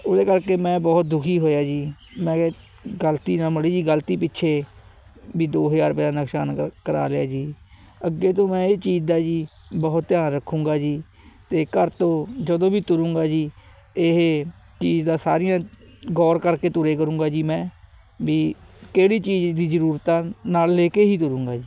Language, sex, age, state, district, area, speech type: Punjabi, male, 18-30, Punjab, Fatehgarh Sahib, rural, spontaneous